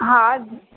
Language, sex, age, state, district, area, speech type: Sindhi, female, 30-45, Maharashtra, Thane, urban, conversation